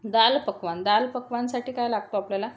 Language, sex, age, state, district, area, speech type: Marathi, female, 30-45, Maharashtra, Thane, urban, spontaneous